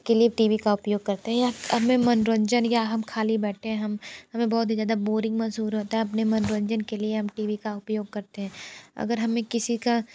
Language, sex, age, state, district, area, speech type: Hindi, female, 30-45, Uttar Pradesh, Sonbhadra, rural, spontaneous